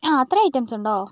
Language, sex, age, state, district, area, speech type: Malayalam, female, 18-30, Kerala, Wayanad, rural, spontaneous